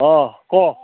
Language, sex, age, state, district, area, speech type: Assamese, male, 45-60, Assam, Barpeta, rural, conversation